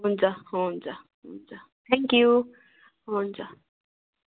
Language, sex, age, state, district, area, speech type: Nepali, female, 45-60, West Bengal, Darjeeling, rural, conversation